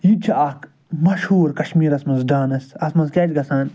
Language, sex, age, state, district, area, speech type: Kashmiri, male, 45-60, Jammu and Kashmir, Srinagar, rural, spontaneous